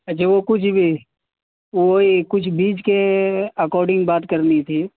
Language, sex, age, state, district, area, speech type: Urdu, male, 18-30, Bihar, Gaya, urban, conversation